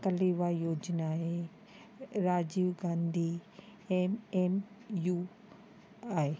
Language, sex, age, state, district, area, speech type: Sindhi, female, 30-45, Rajasthan, Ajmer, urban, spontaneous